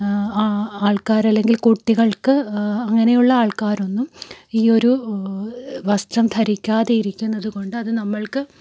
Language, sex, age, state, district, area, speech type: Malayalam, female, 30-45, Kerala, Malappuram, rural, spontaneous